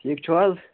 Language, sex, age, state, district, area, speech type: Kashmiri, male, 18-30, Jammu and Kashmir, Pulwama, urban, conversation